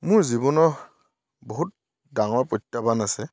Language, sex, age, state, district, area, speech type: Assamese, male, 18-30, Assam, Dhemaji, rural, spontaneous